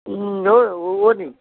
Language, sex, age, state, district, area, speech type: Nepali, male, 60+, West Bengal, Jalpaiguri, rural, conversation